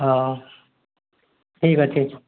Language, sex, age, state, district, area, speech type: Odia, male, 60+, Odisha, Mayurbhanj, rural, conversation